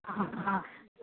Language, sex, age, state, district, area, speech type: Goan Konkani, female, 18-30, Goa, Quepem, rural, conversation